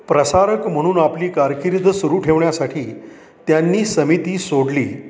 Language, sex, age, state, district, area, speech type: Marathi, male, 45-60, Maharashtra, Satara, rural, read